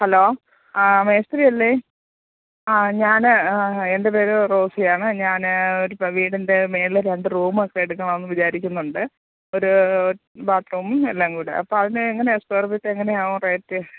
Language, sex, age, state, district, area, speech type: Malayalam, female, 45-60, Kerala, Thiruvananthapuram, urban, conversation